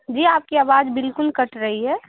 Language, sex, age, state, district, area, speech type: Hindi, female, 30-45, Bihar, Begusarai, rural, conversation